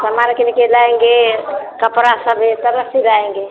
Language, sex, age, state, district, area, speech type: Hindi, female, 60+, Bihar, Vaishali, rural, conversation